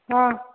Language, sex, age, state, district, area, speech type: Sanskrit, female, 18-30, Karnataka, Shimoga, rural, conversation